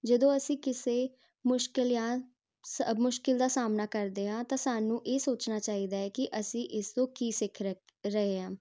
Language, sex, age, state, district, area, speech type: Punjabi, female, 18-30, Punjab, Jalandhar, urban, spontaneous